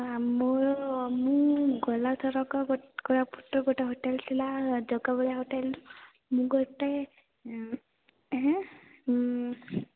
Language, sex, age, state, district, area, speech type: Odia, female, 18-30, Odisha, Rayagada, rural, conversation